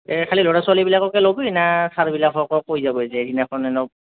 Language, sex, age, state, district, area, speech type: Assamese, male, 18-30, Assam, Goalpara, urban, conversation